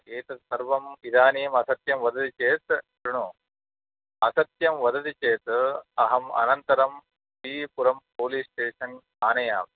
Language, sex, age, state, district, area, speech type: Sanskrit, male, 45-60, Andhra Pradesh, Kurnool, rural, conversation